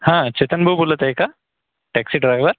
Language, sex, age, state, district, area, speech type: Marathi, male, 30-45, Maharashtra, Amravati, rural, conversation